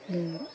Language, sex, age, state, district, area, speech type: Kannada, female, 18-30, Karnataka, Vijayanagara, rural, spontaneous